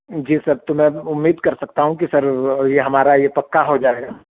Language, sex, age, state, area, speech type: Urdu, male, 30-45, Jharkhand, urban, conversation